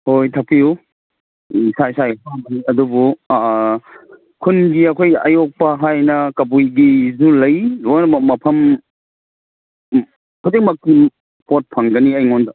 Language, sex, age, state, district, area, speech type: Manipuri, male, 45-60, Manipur, Kangpokpi, urban, conversation